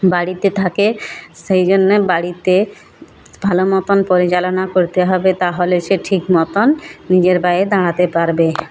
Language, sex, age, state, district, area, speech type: Bengali, female, 45-60, West Bengal, Jhargram, rural, spontaneous